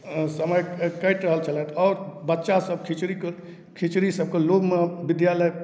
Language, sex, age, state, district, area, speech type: Maithili, male, 30-45, Bihar, Darbhanga, urban, spontaneous